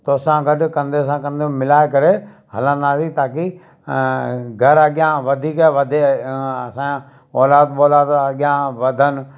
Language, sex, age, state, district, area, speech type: Sindhi, male, 45-60, Gujarat, Kutch, urban, spontaneous